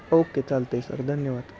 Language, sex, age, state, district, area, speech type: Marathi, male, 18-30, Maharashtra, Satara, urban, spontaneous